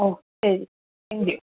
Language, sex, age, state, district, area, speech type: Malayalam, female, 18-30, Kerala, Palakkad, rural, conversation